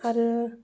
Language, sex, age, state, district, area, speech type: Bodo, female, 18-30, Assam, Kokrajhar, rural, spontaneous